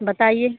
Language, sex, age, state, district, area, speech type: Hindi, female, 45-60, Uttar Pradesh, Mirzapur, rural, conversation